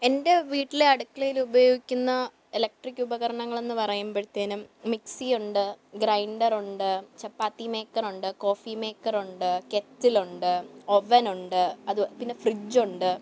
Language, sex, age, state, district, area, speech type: Malayalam, female, 18-30, Kerala, Thiruvananthapuram, urban, spontaneous